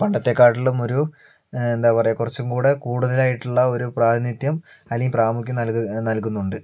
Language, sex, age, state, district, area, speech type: Malayalam, male, 18-30, Kerala, Palakkad, rural, spontaneous